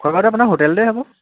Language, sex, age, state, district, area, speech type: Assamese, male, 18-30, Assam, Sivasagar, urban, conversation